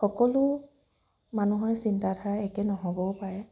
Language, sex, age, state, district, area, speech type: Assamese, female, 30-45, Assam, Sivasagar, rural, spontaneous